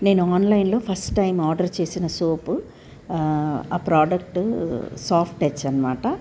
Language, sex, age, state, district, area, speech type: Telugu, female, 60+, Telangana, Medchal, urban, spontaneous